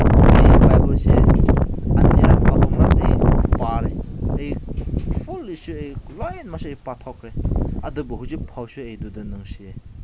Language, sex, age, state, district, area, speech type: Manipuri, male, 18-30, Manipur, Senapati, rural, spontaneous